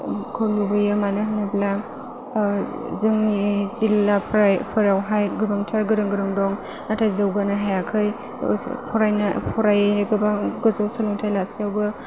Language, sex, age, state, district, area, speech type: Bodo, female, 30-45, Assam, Chirang, urban, spontaneous